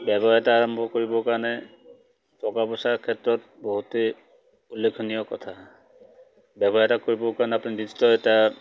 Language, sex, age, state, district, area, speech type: Assamese, male, 45-60, Assam, Dibrugarh, urban, spontaneous